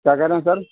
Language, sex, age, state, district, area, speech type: Urdu, male, 18-30, Uttar Pradesh, Gautam Buddha Nagar, rural, conversation